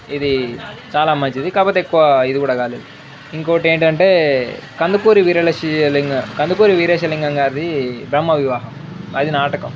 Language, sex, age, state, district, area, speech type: Telugu, male, 18-30, Telangana, Jangaon, rural, spontaneous